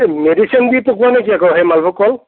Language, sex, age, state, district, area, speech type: Assamese, male, 60+, Assam, Nagaon, rural, conversation